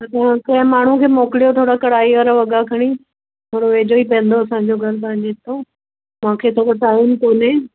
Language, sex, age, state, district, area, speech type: Sindhi, female, 45-60, Delhi, South Delhi, urban, conversation